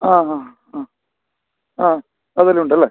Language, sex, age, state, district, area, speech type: Malayalam, male, 30-45, Kerala, Kasaragod, rural, conversation